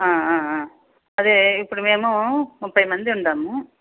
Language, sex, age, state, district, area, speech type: Telugu, female, 45-60, Andhra Pradesh, Sri Balaji, rural, conversation